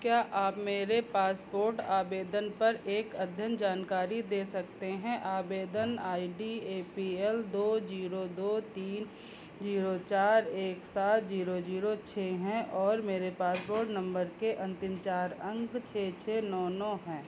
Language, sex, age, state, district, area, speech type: Hindi, female, 45-60, Uttar Pradesh, Sitapur, rural, read